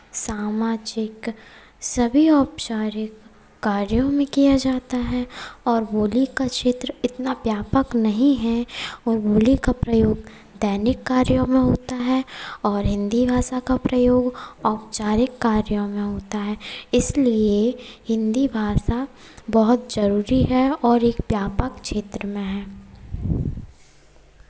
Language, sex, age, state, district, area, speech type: Hindi, female, 18-30, Madhya Pradesh, Hoshangabad, urban, spontaneous